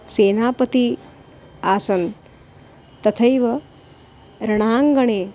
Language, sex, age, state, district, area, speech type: Sanskrit, female, 30-45, Maharashtra, Nagpur, urban, spontaneous